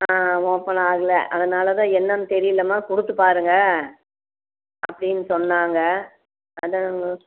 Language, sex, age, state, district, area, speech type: Tamil, female, 45-60, Tamil Nadu, Coimbatore, rural, conversation